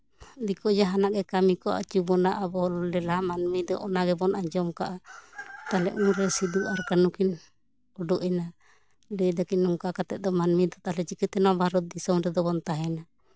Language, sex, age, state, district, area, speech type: Santali, female, 45-60, West Bengal, Bankura, rural, spontaneous